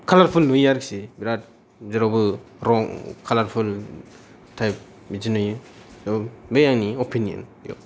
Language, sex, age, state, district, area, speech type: Bodo, male, 18-30, Assam, Chirang, urban, spontaneous